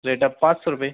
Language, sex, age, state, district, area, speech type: Hindi, male, 30-45, Madhya Pradesh, Hoshangabad, urban, conversation